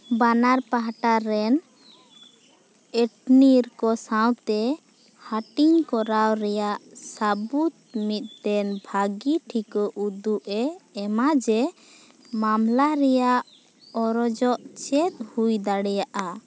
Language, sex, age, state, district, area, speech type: Santali, female, 18-30, West Bengal, Birbhum, rural, read